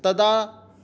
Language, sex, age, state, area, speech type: Sanskrit, male, 60+, Jharkhand, rural, spontaneous